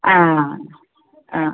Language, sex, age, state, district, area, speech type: Kannada, female, 30-45, Karnataka, Kodagu, rural, conversation